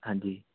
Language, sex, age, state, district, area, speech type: Punjabi, male, 18-30, Punjab, Fatehgarh Sahib, rural, conversation